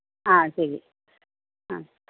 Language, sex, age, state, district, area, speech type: Malayalam, female, 45-60, Kerala, Pathanamthitta, rural, conversation